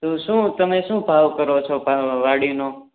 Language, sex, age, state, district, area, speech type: Gujarati, male, 18-30, Gujarat, Surat, urban, conversation